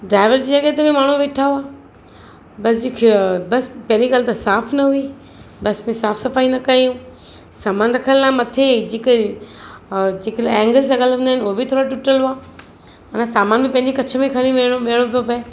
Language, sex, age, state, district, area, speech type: Sindhi, female, 45-60, Maharashtra, Mumbai Suburban, urban, spontaneous